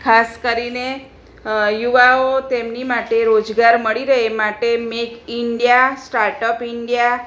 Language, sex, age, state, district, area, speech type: Gujarati, female, 45-60, Gujarat, Kheda, rural, spontaneous